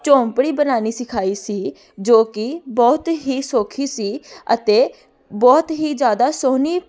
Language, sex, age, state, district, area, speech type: Punjabi, female, 18-30, Punjab, Amritsar, urban, spontaneous